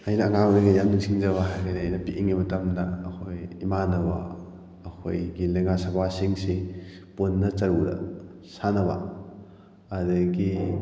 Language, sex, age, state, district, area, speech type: Manipuri, male, 18-30, Manipur, Kakching, rural, spontaneous